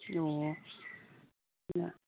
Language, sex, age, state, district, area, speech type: Manipuri, female, 45-60, Manipur, Kangpokpi, urban, conversation